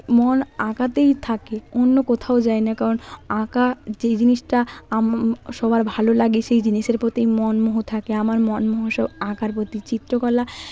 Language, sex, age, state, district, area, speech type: Bengali, female, 18-30, West Bengal, Purba Medinipur, rural, spontaneous